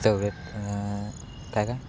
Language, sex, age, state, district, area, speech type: Marathi, male, 18-30, Maharashtra, Sangli, urban, spontaneous